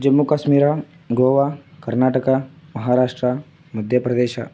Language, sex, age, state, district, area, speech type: Kannada, male, 18-30, Karnataka, Chamarajanagar, rural, spontaneous